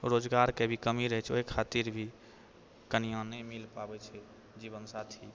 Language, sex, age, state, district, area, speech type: Maithili, male, 60+, Bihar, Purnia, urban, spontaneous